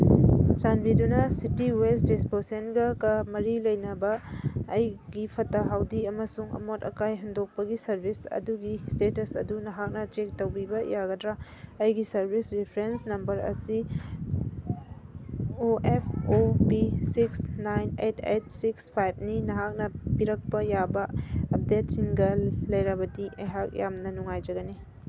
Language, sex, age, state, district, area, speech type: Manipuri, female, 18-30, Manipur, Kangpokpi, urban, read